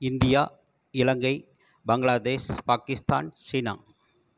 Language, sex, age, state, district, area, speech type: Tamil, male, 45-60, Tamil Nadu, Erode, rural, spontaneous